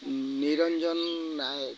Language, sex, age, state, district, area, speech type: Odia, male, 45-60, Odisha, Kendrapara, urban, spontaneous